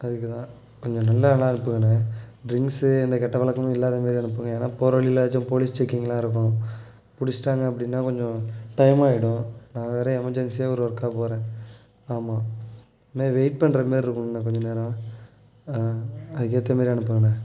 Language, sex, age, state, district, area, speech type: Tamil, male, 18-30, Tamil Nadu, Nagapattinam, rural, spontaneous